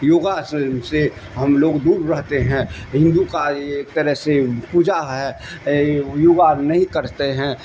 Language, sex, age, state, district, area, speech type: Urdu, male, 60+, Bihar, Darbhanga, rural, spontaneous